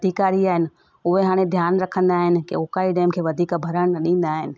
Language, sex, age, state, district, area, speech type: Sindhi, female, 45-60, Gujarat, Surat, urban, spontaneous